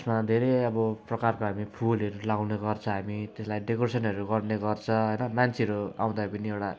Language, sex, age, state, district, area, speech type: Nepali, male, 18-30, West Bengal, Jalpaiguri, rural, spontaneous